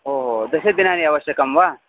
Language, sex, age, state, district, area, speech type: Sanskrit, male, 30-45, Karnataka, Vijayapura, urban, conversation